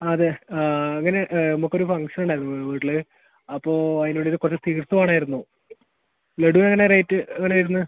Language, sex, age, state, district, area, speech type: Malayalam, male, 18-30, Kerala, Kasaragod, rural, conversation